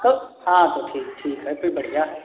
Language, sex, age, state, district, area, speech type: Hindi, male, 45-60, Uttar Pradesh, Hardoi, rural, conversation